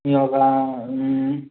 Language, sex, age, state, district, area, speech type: Telugu, male, 45-60, Andhra Pradesh, Vizianagaram, rural, conversation